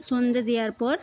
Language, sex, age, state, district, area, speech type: Bengali, female, 18-30, West Bengal, Paschim Medinipur, rural, spontaneous